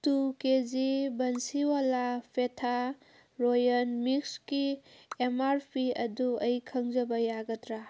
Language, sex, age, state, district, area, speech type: Manipuri, female, 30-45, Manipur, Kangpokpi, urban, read